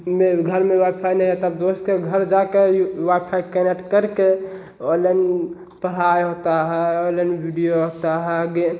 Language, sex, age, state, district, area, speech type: Hindi, male, 18-30, Bihar, Begusarai, rural, spontaneous